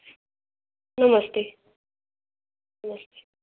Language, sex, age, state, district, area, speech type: Hindi, female, 18-30, Uttar Pradesh, Jaunpur, urban, conversation